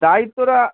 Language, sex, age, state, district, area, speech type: Bengali, male, 30-45, West Bengal, Darjeeling, rural, conversation